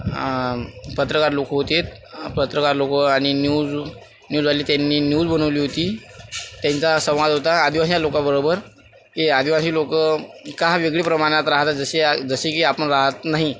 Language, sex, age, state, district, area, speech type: Marathi, male, 18-30, Maharashtra, Washim, urban, spontaneous